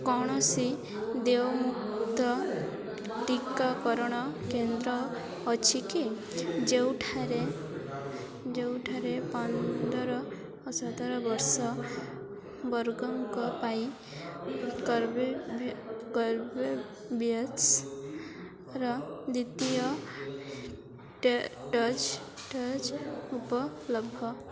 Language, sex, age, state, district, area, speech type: Odia, female, 18-30, Odisha, Malkangiri, urban, read